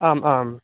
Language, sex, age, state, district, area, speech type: Sanskrit, male, 18-30, Telangana, Medak, urban, conversation